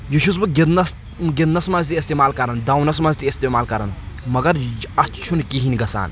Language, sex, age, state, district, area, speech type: Kashmiri, male, 18-30, Jammu and Kashmir, Kulgam, rural, spontaneous